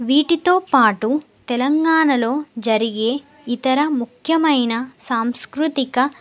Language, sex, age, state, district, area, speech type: Telugu, female, 18-30, Telangana, Nagarkurnool, urban, spontaneous